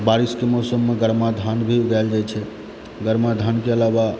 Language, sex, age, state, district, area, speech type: Maithili, male, 18-30, Bihar, Supaul, rural, spontaneous